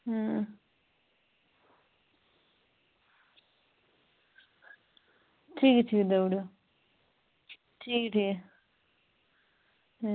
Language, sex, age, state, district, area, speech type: Dogri, female, 30-45, Jammu and Kashmir, Udhampur, rural, conversation